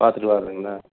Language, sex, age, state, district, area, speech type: Tamil, male, 45-60, Tamil Nadu, Dharmapuri, rural, conversation